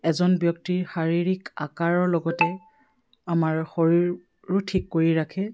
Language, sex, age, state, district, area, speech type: Assamese, female, 45-60, Assam, Dibrugarh, rural, spontaneous